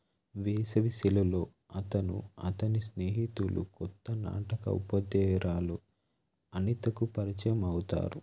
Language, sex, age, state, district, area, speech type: Telugu, male, 30-45, Telangana, Adilabad, rural, read